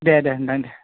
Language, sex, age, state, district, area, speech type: Bodo, male, 18-30, Assam, Baksa, rural, conversation